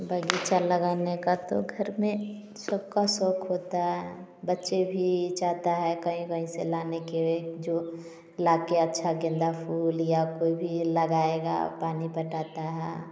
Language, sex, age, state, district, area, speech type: Hindi, female, 30-45, Bihar, Samastipur, rural, spontaneous